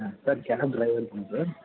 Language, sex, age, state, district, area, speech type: Tamil, male, 18-30, Tamil Nadu, Tiruvarur, rural, conversation